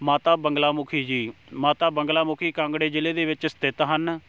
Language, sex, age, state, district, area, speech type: Punjabi, male, 18-30, Punjab, Shaheed Bhagat Singh Nagar, rural, spontaneous